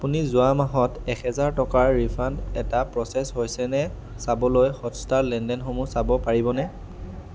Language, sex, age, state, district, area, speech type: Assamese, male, 18-30, Assam, Dhemaji, rural, read